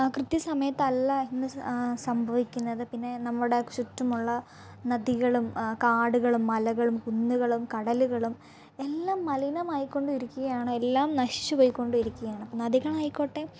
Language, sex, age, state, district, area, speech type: Malayalam, female, 18-30, Kerala, Kottayam, rural, spontaneous